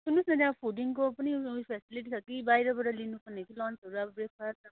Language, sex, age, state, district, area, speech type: Nepali, female, 30-45, West Bengal, Kalimpong, rural, conversation